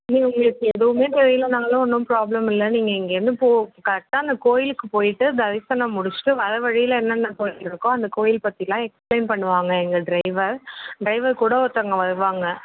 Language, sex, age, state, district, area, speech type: Tamil, female, 30-45, Tamil Nadu, Mayiladuthurai, rural, conversation